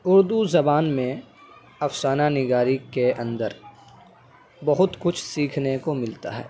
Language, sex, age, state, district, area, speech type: Urdu, male, 18-30, Delhi, Central Delhi, urban, spontaneous